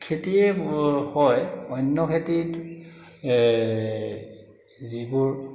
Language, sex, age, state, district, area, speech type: Assamese, male, 45-60, Assam, Dhemaji, rural, spontaneous